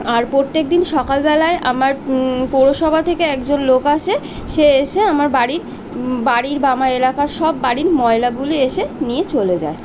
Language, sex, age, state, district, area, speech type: Bengali, female, 18-30, West Bengal, Birbhum, urban, spontaneous